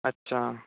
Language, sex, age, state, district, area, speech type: Marathi, male, 18-30, Maharashtra, Wardha, urban, conversation